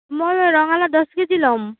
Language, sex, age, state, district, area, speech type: Assamese, female, 30-45, Assam, Kamrup Metropolitan, urban, conversation